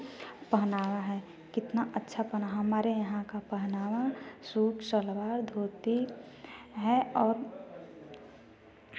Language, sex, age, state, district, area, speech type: Hindi, female, 18-30, Uttar Pradesh, Varanasi, rural, spontaneous